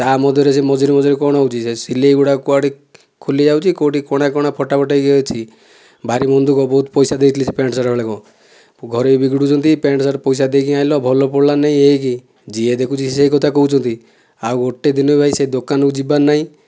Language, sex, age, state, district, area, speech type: Odia, male, 30-45, Odisha, Kandhamal, rural, spontaneous